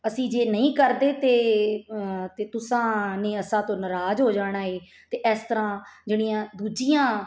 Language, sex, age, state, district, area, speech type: Punjabi, female, 45-60, Punjab, Mansa, urban, spontaneous